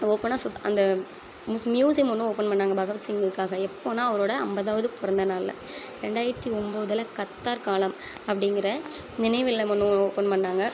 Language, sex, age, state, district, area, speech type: Tamil, female, 45-60, Tamil Nadu, Tiruchirappalli, rural, spontaneous